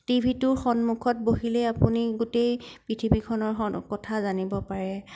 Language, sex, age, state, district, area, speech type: Assamese, female, 18-30, Assam, Kamrup Metropolitan, urban, spontaneous